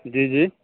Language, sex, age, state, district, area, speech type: Urdu, male, 18-30, Uttar Pradesh, Saharanpur, urban, conversation